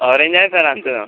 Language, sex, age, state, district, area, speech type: Marathi, male, 18-30, Maharashtra, Washim, rural, conversation